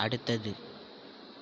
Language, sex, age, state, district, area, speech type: Tamil, male, 18-30, Tamil Nadu, Tiruvarur, urban, read